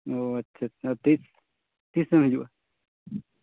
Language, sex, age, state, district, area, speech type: Santali, male, 18-30, West Bengal, Jhargram, rural, conversation